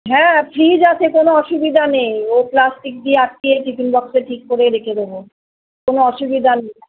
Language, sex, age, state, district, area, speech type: Bengali, female, 60+, West Bengal, Kolkata, urban, conversation